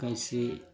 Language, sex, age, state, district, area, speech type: Hindi, male, 30-45, Uttar Pradesh, Jaunpur, rural, spontaneous